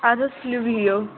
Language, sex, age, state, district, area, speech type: Kashmiri, female, 18-30, Jammu and Kashmir, Kulgam, rural, conversation